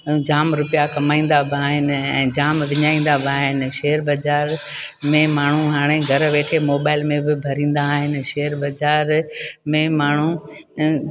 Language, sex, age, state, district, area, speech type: Sindhi, female, 60+, Gujarat, Junagadh, rural, spontaneous